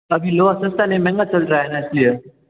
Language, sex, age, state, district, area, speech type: Hindi, male, 18-30, Rajasthan, Jodhpur, urban, conversation